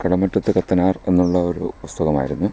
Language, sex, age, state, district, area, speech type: Malayalam, male, 45-60, Kerala, Kollam, rural, spontaneous